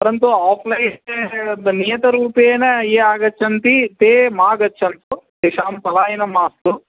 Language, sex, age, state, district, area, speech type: Sanskrit, male, 45-60, Tamil Nadu, Kanchipuram, urban, conversation